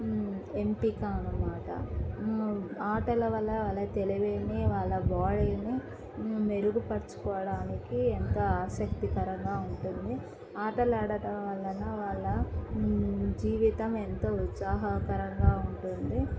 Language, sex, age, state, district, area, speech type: Telugu, female, 18-30, Andhra Pradesh, Kadapa, urban, spontaneous